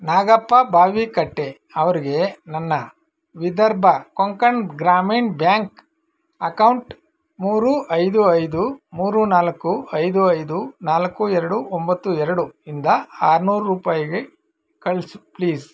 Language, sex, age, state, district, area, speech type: Kannada, male, 45-60, Karnataka, Bangalore Rural, rural, read